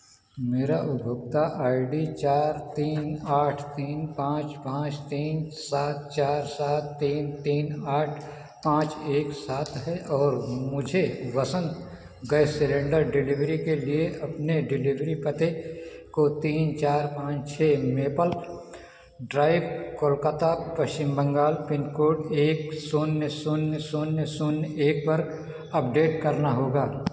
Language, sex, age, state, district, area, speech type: Hindi, male, 60+, Uttar Pradesh, Ayodhya, rural, read